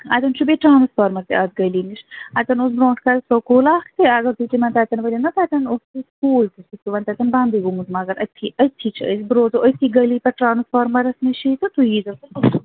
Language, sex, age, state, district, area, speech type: Kashmiri, female, 30-45, Jammu and Kashmir, Srinagar, urban, conversation